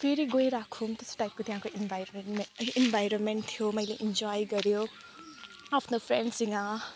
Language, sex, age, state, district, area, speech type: Nepali, female, 30-45, West Bengal, Alipurduar, urban, spontaneous